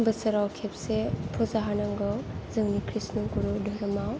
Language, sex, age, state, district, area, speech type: Bodo, female, 18-30, Assam, Kokrajhar, rural, spontaneous